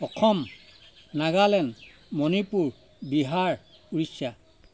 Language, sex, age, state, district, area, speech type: Assamese, male, 45-60, Assam, Sivasagar, rural, spontaneous